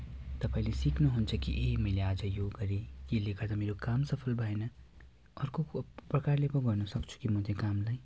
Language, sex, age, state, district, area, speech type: Nepali, male, 30-45, West Bengal, Kalimpong, rural, spontaneous